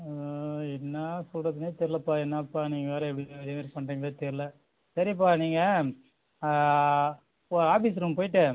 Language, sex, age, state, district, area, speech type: Tamil, male, 30-45, Tamil Nadu, Viluppuram, rural, conversation